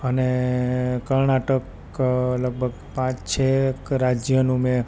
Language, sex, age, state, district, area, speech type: Gujarati, male, 30-45, Gujarat, Rajkot, rural, spontaneous